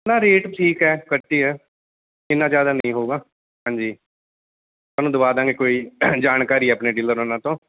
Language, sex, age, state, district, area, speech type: Punjabi, male, 30-45, Punjab, Bathinda, urban, conversation